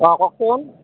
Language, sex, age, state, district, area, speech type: Assamese, male, 30-45, Assam, Barpeta, rural, conversation